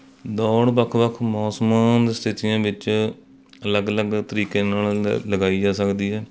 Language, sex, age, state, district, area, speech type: Punjabi, male, 30-45, Punjab, Mohali, rural, spontaneous